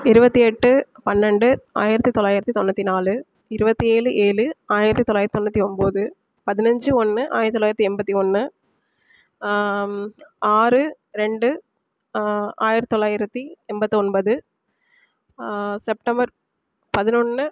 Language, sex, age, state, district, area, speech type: Tamil, female, 30-45, Tamil Nadu, Sivaganga, rural, spontaneous